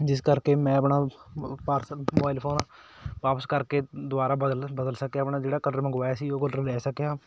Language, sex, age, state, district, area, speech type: Punjabi, male, 18-30, Punjab, Patiala, urban, spontaneous